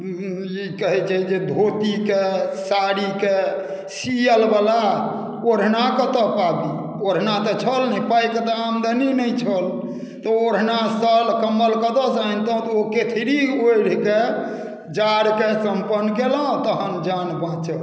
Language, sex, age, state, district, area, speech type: Maithili, male, 60+, Bihar, Madhubani, rural, spontaneous